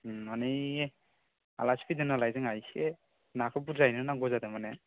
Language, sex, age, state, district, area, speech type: Bodo, male, 18-30, Assam, Baksa, rural, conversation